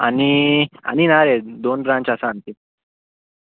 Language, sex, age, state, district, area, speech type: Goan Konkani, male, 18-30, Goa, Murmgao, urban, conversation